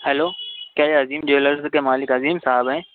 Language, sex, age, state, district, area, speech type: Urdu, male, 45-60, Maharashtra, Nashik, urban, conversation